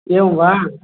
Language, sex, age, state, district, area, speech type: Sanskrit, male, 30-45, Telangana, Medak, rural, conversation